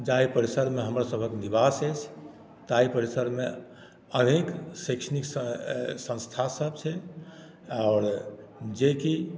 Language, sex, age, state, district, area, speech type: Maithili, male, 60+, Bihar, Madhubani, rural, spontaneous